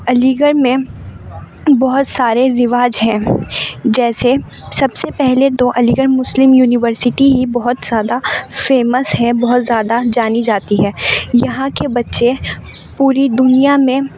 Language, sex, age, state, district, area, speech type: Urdu, female, 30-45, Uttar Pradesh, Aligarh, urban, spontaneous